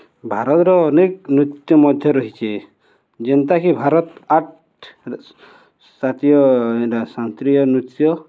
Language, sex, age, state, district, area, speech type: Odia, male, 45-60, Odisha, Balangir, urban, spontaneous